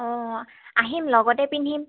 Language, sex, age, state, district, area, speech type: Assamese, female, 18-30, Assam, Dhemaji, urban, conversation